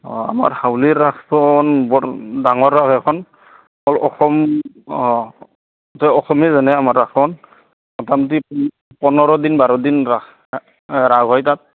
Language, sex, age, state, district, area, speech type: Assamese, male, 30-45, Assam, Barpeta, rural, conversation